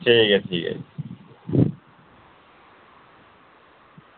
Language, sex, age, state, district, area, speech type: Dogri, male, 18-30, Jammu and Kashmir, Reasi, rural, conversation